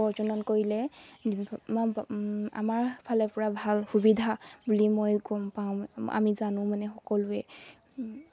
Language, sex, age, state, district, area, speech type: Assamese, female, 60+, Assam, Dibrugarh, rural, spontaneous